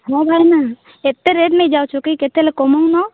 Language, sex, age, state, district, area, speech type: Odia, female, 18-30, Odisha, Rayagada, rural, conversation